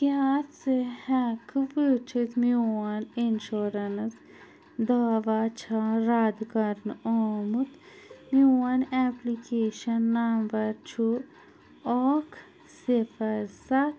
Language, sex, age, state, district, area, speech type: Kashmiri, female, 30-45, Jammu and Kashmir, Anantnag, urban, read